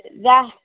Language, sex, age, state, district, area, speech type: Odia, female, 60+, Odisha, Angul, rural, conversation